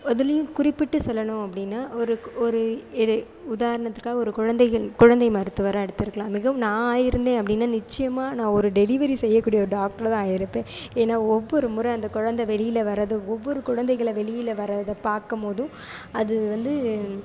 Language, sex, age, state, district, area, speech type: Tamil, female, 30-45, Tamil Nadu, Sivaganga, rural, spontaneous